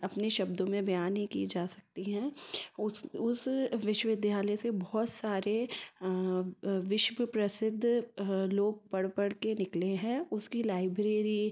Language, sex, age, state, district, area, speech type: Hindi, female, 30-45, Madhya Pradesh, Ujjain, urban, spontaneous